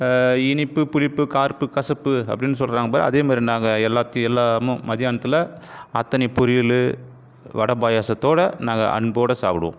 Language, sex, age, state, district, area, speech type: Tamil, male, 45-60, Tamil Nadu, Viluppuram, rural, spontaneous